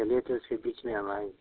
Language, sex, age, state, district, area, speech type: Hindi, male, 60+, Uttar Pradesh, Ghazipur, rural, conversation